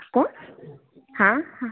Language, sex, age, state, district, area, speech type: Gujarati, female, 30-45, Gujarat, Valsad, rural, conversation